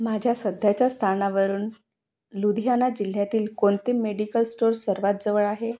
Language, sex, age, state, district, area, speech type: Marathi, female, 30-45, Maharashtra, Wardha, urban, read